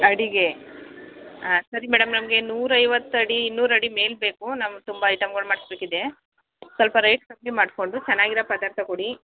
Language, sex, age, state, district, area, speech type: Kannada, female, 30-45, Karnataka, Mandya, rural, conversation